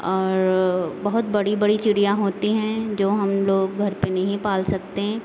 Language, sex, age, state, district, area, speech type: Hindi, female, 30-45, Uttar Pradesh, Lucknow, rural, spontaneous